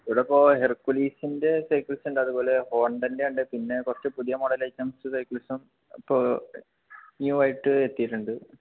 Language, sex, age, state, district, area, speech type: Malayalam, male, 18-30, Kerala, Palakkad, rural, conversation